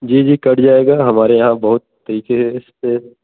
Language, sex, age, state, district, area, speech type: Hindi, male, 30-45, Uttar Pradesh, Bhadohi, rural, conversation